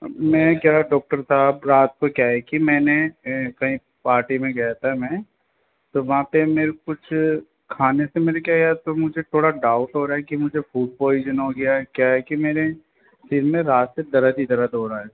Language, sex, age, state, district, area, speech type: Hindi, male, 18-30, Rajasthan, Jaipur, urban, conversation